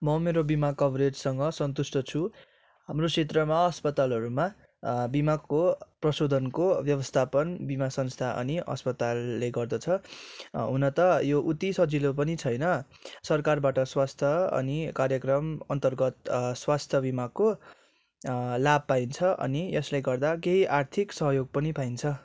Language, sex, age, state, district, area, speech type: Nepali, male, 18-30, West Bengal, Darjeeling, rural, spontaneous